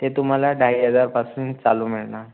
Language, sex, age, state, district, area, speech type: Marathi, male, 30-45, Maharashtra, Nagpur, rural, conversation